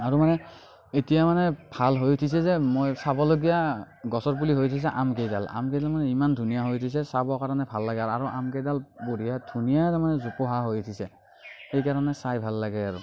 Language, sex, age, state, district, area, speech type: Assamese, male, 45-60, Assam, Morigaon, rural, spontaneous